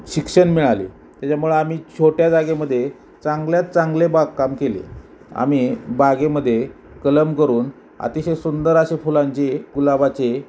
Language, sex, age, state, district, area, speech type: Marathi, male, 45-60, Maharashtra, Osmanabad, rural, spontaneous